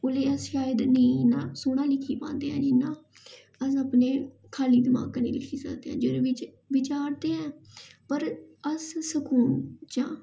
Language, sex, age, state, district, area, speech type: Dogri, female, 18-30, Jammu and Kashmir, Jammu, urban, spontaneous